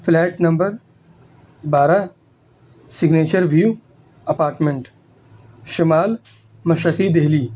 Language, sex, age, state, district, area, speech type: Urdu, male, 18-30, Delhi, North East Delhi, rural, spontaneous